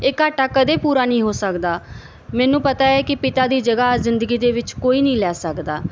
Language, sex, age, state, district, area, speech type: Punjabi, female, 30-45, Punjab, Barnala, urban, spontaneous